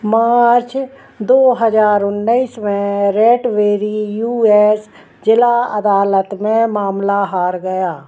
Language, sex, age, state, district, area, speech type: Hindi, female, 45-60, Madhya Pradesh, Narsinghpur, rural, read